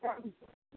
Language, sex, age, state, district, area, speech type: Hindi, female, 30-45, Uttar Pradesh, Ghazipur, rural, conversation